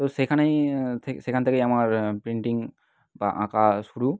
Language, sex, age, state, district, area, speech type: Bengali, male, 18-30, West Bengal, North 24 Parganas, urban, spontaneous